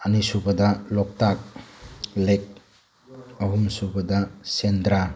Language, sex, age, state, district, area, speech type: Manipuri, male, 30-45, Manipur, Tengnoupal, urban, spontaneous